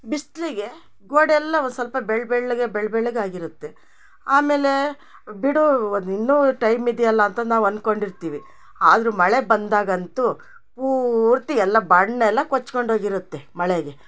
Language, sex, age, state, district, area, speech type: Kannada, female, 60+, Karnataka, Chitradurga, rural, spontaneous